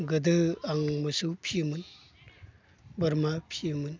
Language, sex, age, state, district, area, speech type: Bodo, male, 45-60, Assam, Baksa, urban, spontaneous